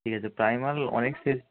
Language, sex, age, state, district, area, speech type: Bengali, male, 30-45, West Bengal, Bankura, urban, conversation